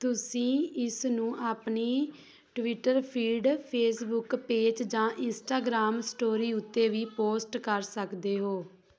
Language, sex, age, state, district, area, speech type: Punjabi, female, 18-30, Punjab, Tarn Taran, rural, read